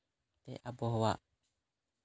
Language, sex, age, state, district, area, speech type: Santali, male, 18-30, West Bengal, Jhargram, rural, spontaneous